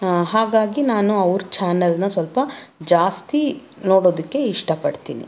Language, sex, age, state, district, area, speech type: Kannada, female, 30-45, Karnataka, Davanagere, urban, spontaneous